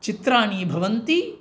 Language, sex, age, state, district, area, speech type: Sanskrit, male, 60+, Tamil Nadu, Mayiladuthurai, urban, spontaneous